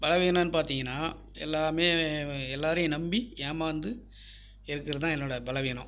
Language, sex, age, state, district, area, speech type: Tamil, male, 60+, Tamil Nadu, Viluppuram, rural, spontaneous